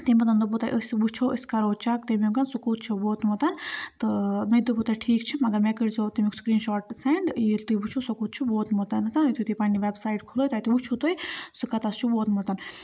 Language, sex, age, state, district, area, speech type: Kashmiri, female, 18-30, Jammu and Kashmir, Budgam, rural, spontaneous